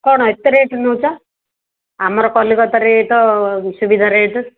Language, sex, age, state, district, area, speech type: Odia, female, 60+, Odisha, Gajapati, rural, conversation